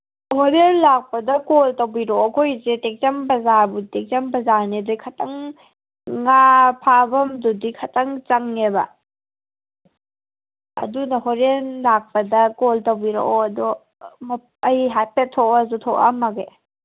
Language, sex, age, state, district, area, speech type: Manipuri, female, 18-30, Manipur, Kangpokpi, urban, conversation